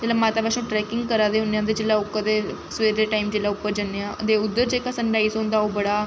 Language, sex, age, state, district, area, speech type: Dogri, female, 18-30, Jammu and Kashmir, Reasi, urban, spontaneous